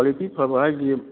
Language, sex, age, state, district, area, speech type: Manipuri, male, 60+, Manipur, Imphal East, rural, conversation